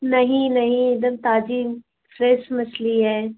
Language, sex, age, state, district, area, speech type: Hindi, female, 18-30, Uttar Pradesh, Azamgarh, urban, conversation